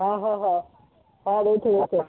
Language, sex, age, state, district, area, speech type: Bengali, male, 18-30, West Bengal, Cooch Behar, urban, conversation